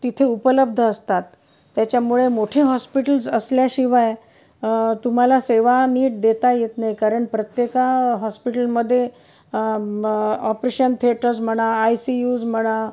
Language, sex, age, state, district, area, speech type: Marathi, female, 60+, Maharashtra, Pune, urban, spontaneous